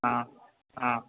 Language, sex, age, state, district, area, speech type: Kannada, male, 18-30, Karnataka, Uttara Kannada, rural, conversation